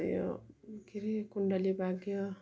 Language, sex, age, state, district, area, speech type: Nepali, female, 45-60, West Bengal, Darjeeling, rural, spontaneous